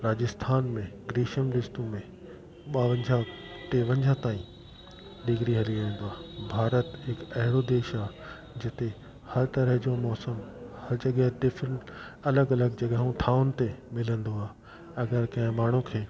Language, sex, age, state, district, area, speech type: Sindhi, male, 45-60, Delhi, South Delhi, urban, spontaneous